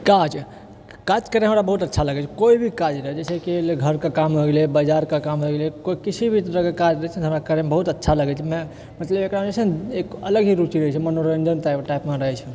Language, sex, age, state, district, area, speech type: Maithili, male, 30-45, Bihar, Purnia, urban, spontaneous